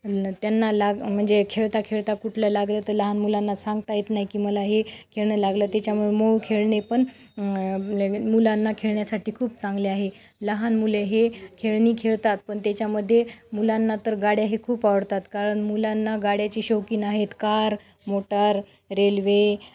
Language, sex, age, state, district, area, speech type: Marathi, female, 30-45, Maharashtra, Nanded, urban, spontaneous